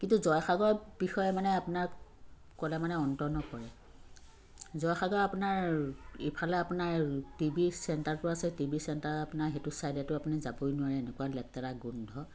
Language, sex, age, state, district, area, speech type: Assamese, female, 45-60, Assam, Sivasagar, urban, spontaneous